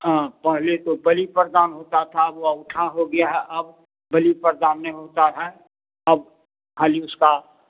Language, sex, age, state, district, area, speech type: Hindi, male, 60+, Bihar, Madhepura, rural, conversation